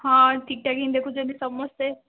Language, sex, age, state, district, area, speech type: Odia, female, 18-30, Odisha, Ganjam, urban, conversation